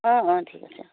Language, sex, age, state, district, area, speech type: Assamese, female, 45-60, Assam, Dhemaji, urban, conversation